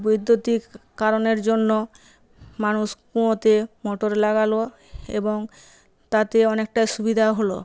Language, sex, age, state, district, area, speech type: Bengali, female, 45-60, West Bengal, Nadia, rural, spontaneous